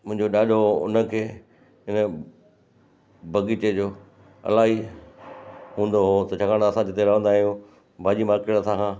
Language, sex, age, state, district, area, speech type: Sindhi, male, 60+, Gujarat, Kutch, rural, spontaneous